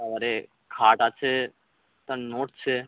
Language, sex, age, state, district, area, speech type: Bengali, male, 45-60, West Bengal, Birbhum, urban, conversation